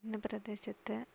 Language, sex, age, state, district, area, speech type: Malayalam, female, 30-45, Kerala, Wayanad, rural, spontaneous